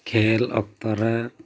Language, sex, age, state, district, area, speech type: Santali, male, 45-60, Jharkhand, Bokaro, rural, spontaneous